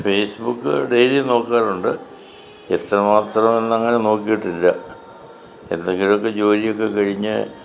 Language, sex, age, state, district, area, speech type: Malayalam, male, 60+, Kerala, Kollam, rural, spontaneous